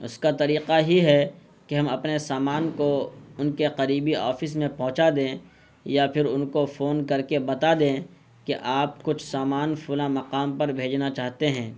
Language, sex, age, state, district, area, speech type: Urdu, male, 30-45, Bihar, Purnia, rural, spontaneous